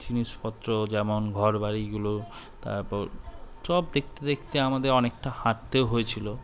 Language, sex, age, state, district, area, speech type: Bengali, male, 18-30, West Bengal, Malda, urban, spontaneous